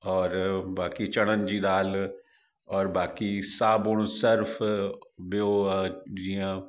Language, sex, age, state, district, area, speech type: Sindhi, male, 45-60, Uttar Pradesh, Lucknow, urban, spontaneous